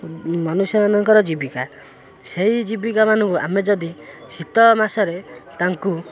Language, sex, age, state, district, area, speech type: Odia, male, 18-30, Odisha, Kendrapara, urban, spontaneous